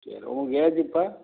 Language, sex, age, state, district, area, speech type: Tamil, male, 60+, Tamil Nadu, Madurai, rural, conversation